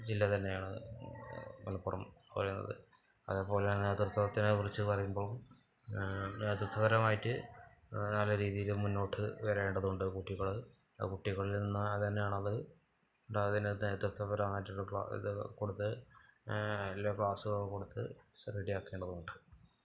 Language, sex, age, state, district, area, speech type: Malayalam, male, 30-45, Kerala, Malappuram, rural, spontaneous